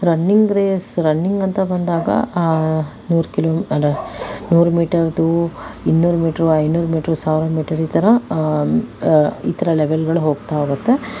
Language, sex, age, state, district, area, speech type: Kannada, female, 45-60, Karnataka, Tumkur, urban, spontaneous